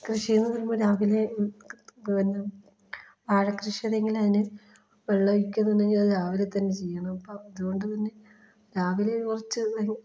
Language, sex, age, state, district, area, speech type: Malayalam, female, 30-45, Kerala, Kasaragod, rural, spontaneous